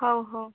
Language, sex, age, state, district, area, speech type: Odia, female, 30-45, Odisha, Malkangiri, urban, conversation